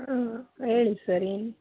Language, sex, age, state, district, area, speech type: Kannada, female, 30-45, Karnataka, Chitradurga, urban, conversation